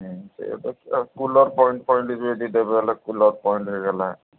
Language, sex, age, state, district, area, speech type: Odia, male, 45-60, Odisha, Sundergarh, rural, conversation